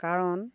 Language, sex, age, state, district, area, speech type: Assamese, female, 60+, Assam, Dhemaji, rural, spontaneous